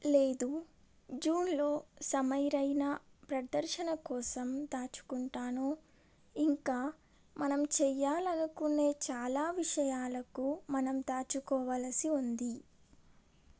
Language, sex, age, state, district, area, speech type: Telugu, female, 18-30, Telangana, Medak, urban, read